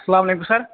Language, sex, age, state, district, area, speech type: Kashmiri, male, 30-45, Jammu and Kashmir, Kupwara, urban, conversation